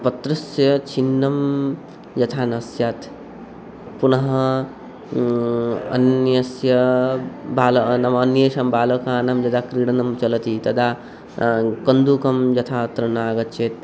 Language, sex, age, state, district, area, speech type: Sanskrit, male, 18-30, West Bengal, Purba Medinipur, rural, spontaneous